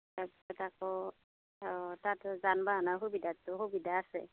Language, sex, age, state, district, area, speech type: Assamese, female, 45-60, Assam, Darrang, rural, conversation